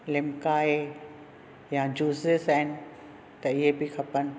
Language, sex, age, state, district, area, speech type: Sindhi, other, 60+, Maharashtra, Thane, urban, spontaneous